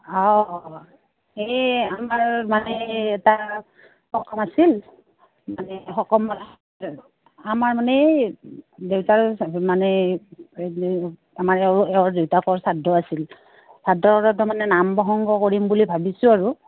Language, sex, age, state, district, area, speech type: Assamese, female, 30-45, Assam, Udalguri, rural, conversation